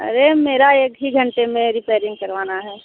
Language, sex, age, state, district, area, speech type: Hindi, female, 30-45, Uttar Pradesh, Mirzapur, rural, conversation